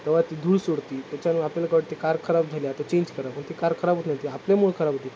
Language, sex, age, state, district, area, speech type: Marathi, male, 30-45, Maharashtra, Nanded, rural, spontaneous